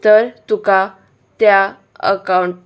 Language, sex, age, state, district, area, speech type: Goan Konkani, female, 18-30, Goa, Salcete, urban, spontaneous